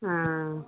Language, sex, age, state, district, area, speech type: Tamil, female, 18-30, Tamil Nadu, Kallakurichi, rural, conversation